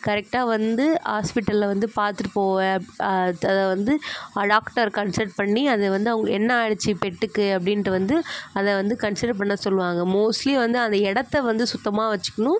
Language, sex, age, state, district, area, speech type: Tamil, female, 18-30, Tamil Nadu, Chennai, urban, spontaneous